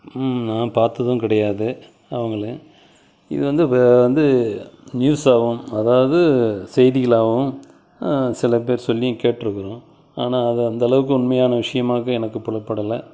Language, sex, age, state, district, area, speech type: Tamil, male, 60+, Tamil Nadu, Krishnagiri, rural, spontaneous